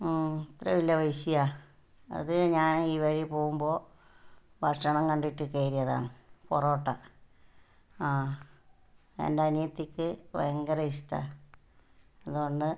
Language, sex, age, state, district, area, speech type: Malayalam, female, 60+, Kerala, Kannur, rural, spontaneous